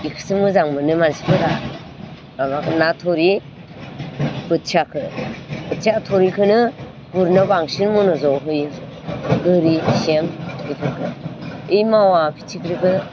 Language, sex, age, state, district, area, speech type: Bodo, female, 60+, Assam, Baksa, rural, spontaneous